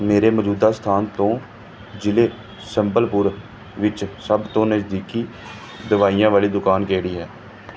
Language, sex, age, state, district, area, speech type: Punjabi, male, 30-45, Punjab, Pathankot, urban, read